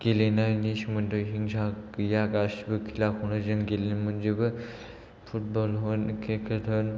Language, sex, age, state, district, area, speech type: Bodo, male, 18-30, Assam, Kokrajhar, rural, spontaneous